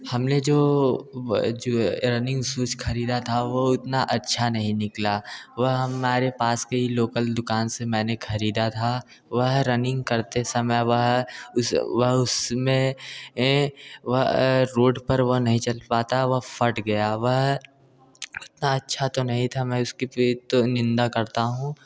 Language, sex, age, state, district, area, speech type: Hindi, male, 18-30, Uttar Pradesh, Bhadohi, rural, spontaneous